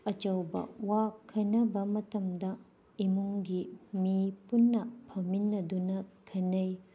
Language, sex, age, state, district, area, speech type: Manipuri, female, 30-45, Manipur, Tengnoupal, rural, spontaneous